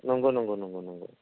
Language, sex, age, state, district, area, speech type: Bodo, male, 30-45, Assam, Udalguri, rural, conversation